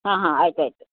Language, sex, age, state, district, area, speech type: Kannada, female, 60+, Karnataka, Uttara Kannada, rural, conversation